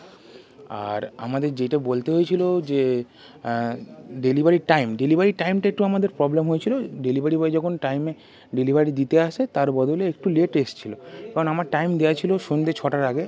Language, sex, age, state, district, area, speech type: Bengali, male, 18-30, West Bengal, North 24 Parganas, urban, spontaneous